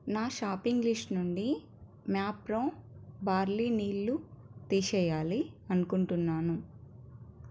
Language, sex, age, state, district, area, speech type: Telugu, female, 30-45, Telangana, Mancherial, rural, read